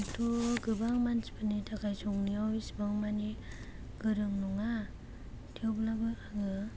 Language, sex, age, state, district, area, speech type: Bodo, female, 30-45, Assam, Kokrajhar, rural, spontaneous